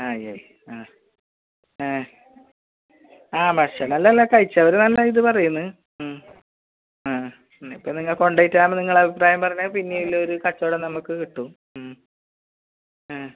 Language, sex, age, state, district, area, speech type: Malayalam, female, 45-60, Kerala, Kasaragod, rural, conversation